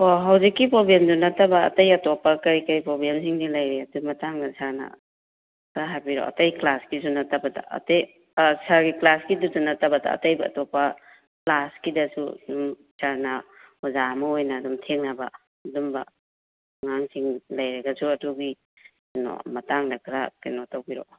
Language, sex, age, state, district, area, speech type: Manipuri, female, 45-60, Manipur, Kakching, rural, conversation